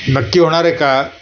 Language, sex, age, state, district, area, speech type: Marathi, male, 60+, Maharashtra, Nashik, urban, spontaneous